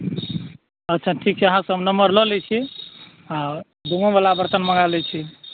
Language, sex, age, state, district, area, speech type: Maithili, male, 30-45, Bihar, Madhubani, rural, conversation